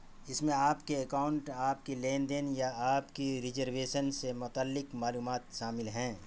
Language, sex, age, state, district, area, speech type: Urdu, male, 45-60, Bihar, Saharsa, rural, read